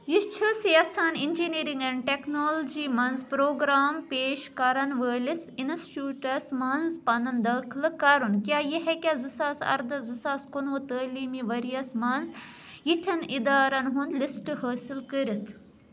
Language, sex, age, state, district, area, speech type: Kashmiri, female, 30-45, Jammu and Kashmir, Budgam, rural, read